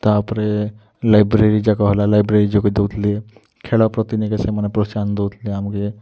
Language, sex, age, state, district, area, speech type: Odia, male, 18-30, Odisha, Kalahandi, rural, spontaneous